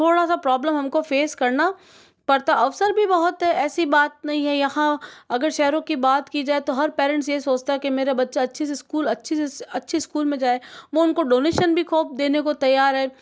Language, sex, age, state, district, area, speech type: Hindi, female, 30-45, Rajasthan, Jodhpur, urban, spontaneous